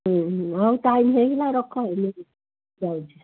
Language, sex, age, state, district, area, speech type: Odia, female, 60+, Odisha, Gajapati, rural, conversation